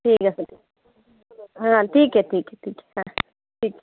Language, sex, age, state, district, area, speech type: Assamese, female, 18-30, Assam, Charaideo, urban, conversation